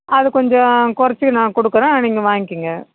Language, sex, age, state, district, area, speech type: Tamil, female, 60+, Tamil Nadu, Kallakurichi, rural, conversation